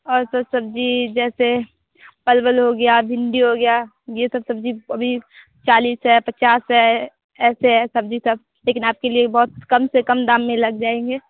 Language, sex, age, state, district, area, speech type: Hindi, female, 18-30, Bihar, Vaishali, rural, conversation